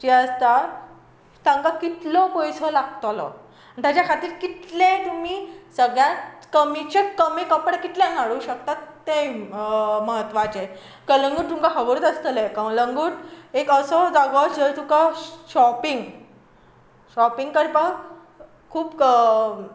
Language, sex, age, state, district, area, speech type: Goan Konkani, female, 18-30, Goa, Tiswadi, rural, spontaneous